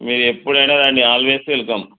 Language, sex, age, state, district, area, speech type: Telugu, male, 30-45, Telangana, Mancherial, rural, conversation